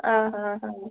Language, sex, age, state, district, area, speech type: Odia, female, 18-30, Odisha, Ganjam, urban, conversation